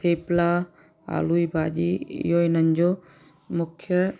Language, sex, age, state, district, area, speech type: Sindhi, female, 45-60, Gujarat, Kutch, urban, spontaneous